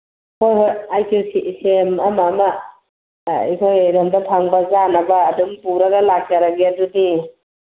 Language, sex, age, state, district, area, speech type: Manipuri, female, 45-60, Manipur, Churachandpur, urban, conversation